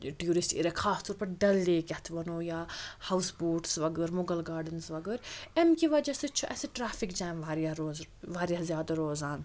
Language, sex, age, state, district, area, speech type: Kashmiri, female, 30-45, Jammu and Kashmir, Srinagar, urban, spontaneous